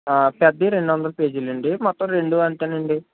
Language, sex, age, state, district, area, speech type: Telugu, male, 18-30, Andhra Pradesh, Konaseema, rural, conversation